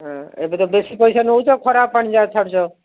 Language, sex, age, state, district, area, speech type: Odia, female, 60+, Odisha, Gajapati, rural, conversation